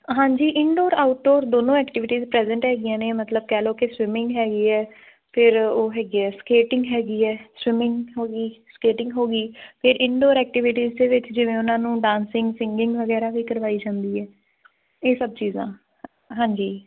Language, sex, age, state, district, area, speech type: Punjabi, female, 18-30, Punjab, Tarn Taran, rural, conversation